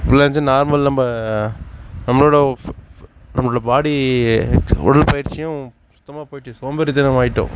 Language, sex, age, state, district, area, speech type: Tamil, male, 60+, Tamil Nadu, Mayiladuthurai, rural, spontaneous